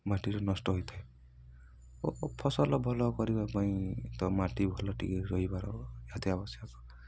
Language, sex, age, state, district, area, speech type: Odia, male, 18-30, Odisha, Balangir, urban, spontaneous